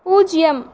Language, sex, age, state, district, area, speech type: Tamil, female, 18-30, Tamil Nadu, Cuddalore, rural, read